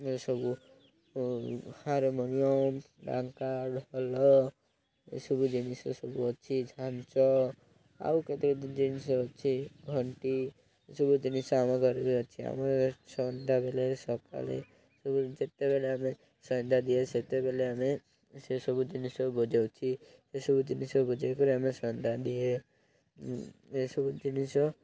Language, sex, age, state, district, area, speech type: Odia, male, 18-30, Odisha, Malkangiri, urban, spontaneous